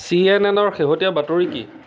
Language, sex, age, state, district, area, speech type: Assamese, male, 45-60, Assam, Lakhimpur, rural, read